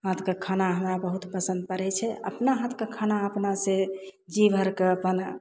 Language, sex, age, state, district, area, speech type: Maithili, female, 45-60, Bihar, Begusarai, rural, spontaneous